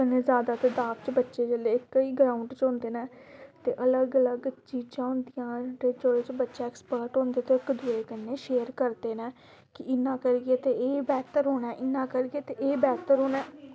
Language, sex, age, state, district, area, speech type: Dogri, female, 18-30, Jammu and Kashmir, Samba, urban, spontaneous